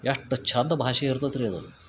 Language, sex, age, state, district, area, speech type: Kannada, male, 45-60, Karnataka, Dharwad, rural, spontaneous